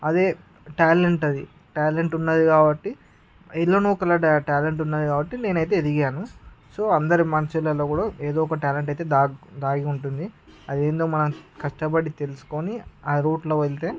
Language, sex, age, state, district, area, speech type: Telugu, male, 18-30, Andhra Pradesh, Srikakulam, rural, spontaneous